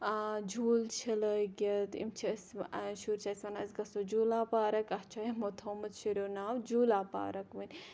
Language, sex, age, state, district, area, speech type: Kashmiri, female, 18-30, Jammu and Kashmir, Ganderbal, rural, spontaneous